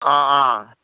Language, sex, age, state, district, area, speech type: Assamese, male, 30-45, Assam, Majuli, urban, conversation